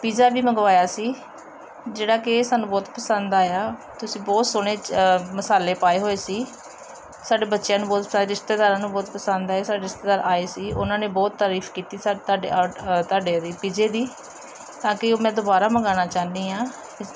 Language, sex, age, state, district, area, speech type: Punjabi, female, 30-45, Punjab, Gurdaspur, urban, spontaneous